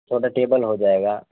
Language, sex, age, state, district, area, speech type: Urdu, male, 18-30, Bihar, Araria, rural, conversation